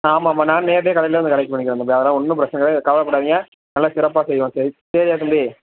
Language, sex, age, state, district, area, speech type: Tamil, male, 18-30, Tamil Nadu, Perambalur, rural, conversation